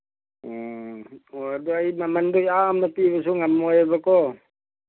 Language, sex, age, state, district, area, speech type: Manipuri, male, 45-60, Manipur, Churachandpur, urban, conversation